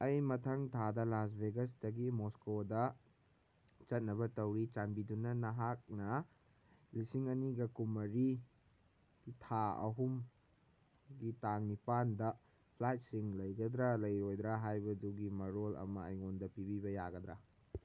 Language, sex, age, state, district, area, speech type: Manipuri, male, 18-30, Manipur, Kangpokpi, urban, read